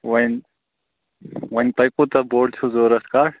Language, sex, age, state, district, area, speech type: Kashmiri, male, 45-60, Jammu and Kashmir, Srinagar, urban, conversation